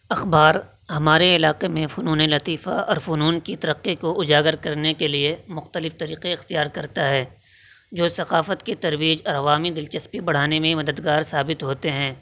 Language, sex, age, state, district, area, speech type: Urdu, male, 18-30, Uttar Pradesh, Saharanpur, urban, spontaneous